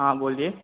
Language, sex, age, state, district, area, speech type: Marathi, male, 18-30, Maharashtra, Ratnagiri, urban, conversation